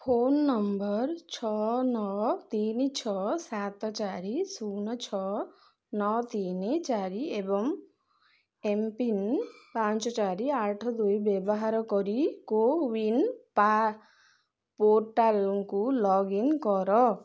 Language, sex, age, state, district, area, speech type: Odia, female, 30-45, Odisha, Ganjam, urban, read